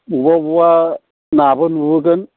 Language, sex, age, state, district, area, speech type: Bodo, male, 60+, Assam, Chirang, rural, conversation